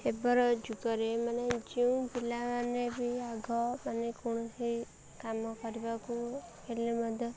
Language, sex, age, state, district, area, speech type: Odia, female, 18-30, Odisha, Koraput, urban, spontaneous